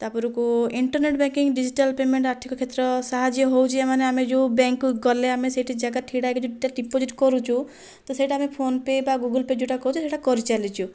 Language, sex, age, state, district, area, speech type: Odia, female, 30-45, Odisha, Kandhamal, rural, spontaneous